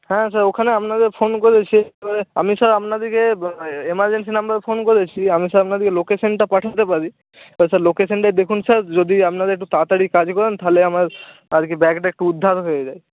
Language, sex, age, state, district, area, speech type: Bengali, male, 30-45, West Bengal, Purba Medinipur, rural, conversation